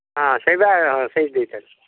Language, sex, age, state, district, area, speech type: Odia, male, 45-60, Odisha, Angul, rural, conversation